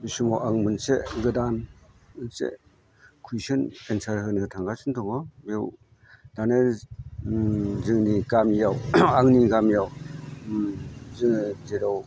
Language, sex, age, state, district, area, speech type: Bodo, male, 45-60, Assam, Chirang, rural, spontaneous